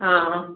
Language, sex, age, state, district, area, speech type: Malayalam, female, 30-45, Kerala, Kannur, urban, conversation